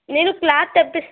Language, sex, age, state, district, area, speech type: Telugu, female, 18-30, Telangana, Mancherial, rural, conversation